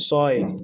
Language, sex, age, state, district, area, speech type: Assamese, male, 18-30, Assam, Sivasagar, rural, read